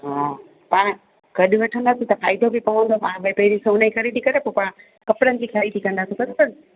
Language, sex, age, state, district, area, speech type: Sindhi, female, 45-60, Gujarat, Junagadh, urban, conversation